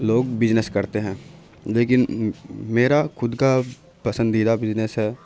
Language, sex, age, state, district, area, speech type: Urdu, male, 30-45, Bihar, Khagaria, rural, spontaneous